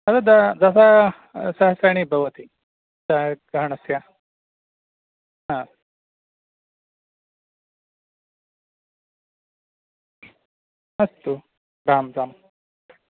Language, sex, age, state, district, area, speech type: Sanskrit, male, 45-60, Karnataka, Udupi, rural, conversation